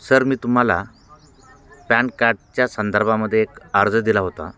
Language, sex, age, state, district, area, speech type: Marathi, male, 45-60, Maharashtra, Nashik, urban, spontaneous